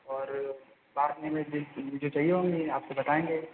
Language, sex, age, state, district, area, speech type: Hindi, male, 30-45, Uttar Pradesh, Lucknow, rural, conversation